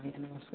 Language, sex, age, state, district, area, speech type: Odia, male, 18-30, Odisha, Subarnapur, urban, conversation